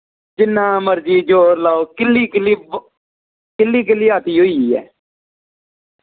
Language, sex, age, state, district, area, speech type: Dogri, male, 30-45, Jammu and Kashmir, Samba, rural, conversation